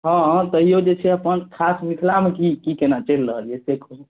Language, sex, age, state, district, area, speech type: Maithili, male, 18-30, Bihar, Darbhanga, rural, conversation